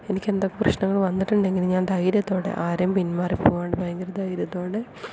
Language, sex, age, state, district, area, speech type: Malayalam, female, 18-30, Kerala, Palakkad, rural, spontaneous